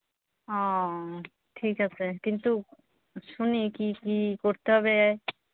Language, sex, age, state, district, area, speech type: Bengali, female, 45-60, West Bengal, Purba Bardhaman, rural, conversation